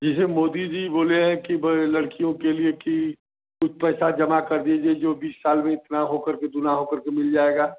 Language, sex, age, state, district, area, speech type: Hindi, male, 60+, Uttar Pradesh, Chandauli, urban, conversation